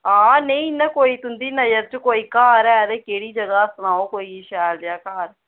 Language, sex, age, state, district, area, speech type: Dogri, female, 18-30, Jammu and Kashmir, Jammu, rural, conversation